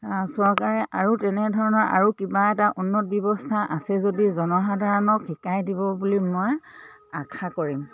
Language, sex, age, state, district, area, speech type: Assamese, female, 45-60, Assam, Dhemaji, urban, spontaneous